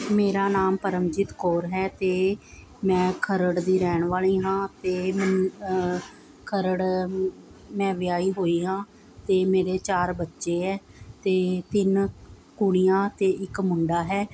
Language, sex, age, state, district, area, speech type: Punjabi, female, 45-60, Punjab, Mohali, urban, spontaneous